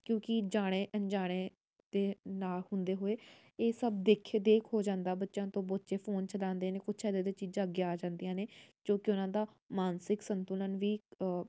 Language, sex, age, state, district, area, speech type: Punjabi, female, 18-30, Punjab, Jalandhar, urban, spontaneous